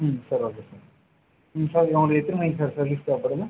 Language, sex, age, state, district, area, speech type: Tamil, male, 18-30, Tamil Nadu, Viluppuram, urban, conversation